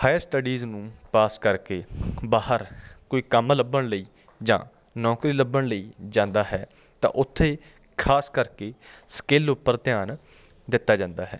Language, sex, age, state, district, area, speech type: Punjabi, male, 30-45, Punjab, Patiala, rural, spontaneous